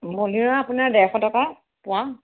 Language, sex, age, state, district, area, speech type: Assamese, female, 30-45, Assam, Sonitpur, urban, conversation